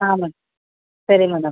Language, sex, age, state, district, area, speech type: Kannada, female, 30-45, Karnataka, Chamarajanagar, rural, conversation